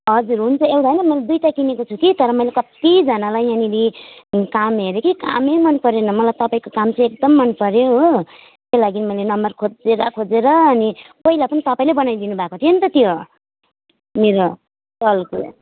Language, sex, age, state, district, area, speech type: Nepali, female, 30-45, West Bengal, Jalpaiguri, rural, conversation